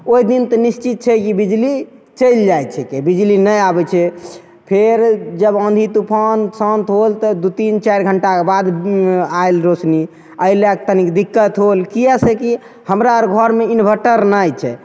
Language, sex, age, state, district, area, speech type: Maithili, male, 30-45, Bihar, Begusarai, urban, spontaneous